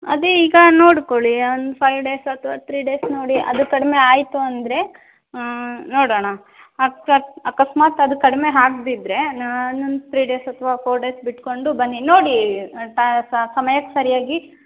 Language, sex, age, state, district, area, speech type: Kannada, female, 18-30, Karnataka, Davanagere, rural, conversation